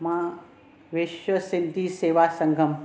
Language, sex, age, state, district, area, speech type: Sindhi, other, 60+, Maharashtra, Thane, urban, spontaneous